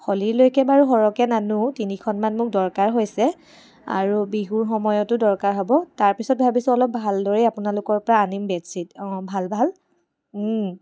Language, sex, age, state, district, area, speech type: Assamese, female, 30-45, Assam, Charaideo, urban, spontaneous